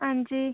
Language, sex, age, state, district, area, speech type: Dogri, female, 18-30, Jammu and Kashmir, Udhampur, rural, conversation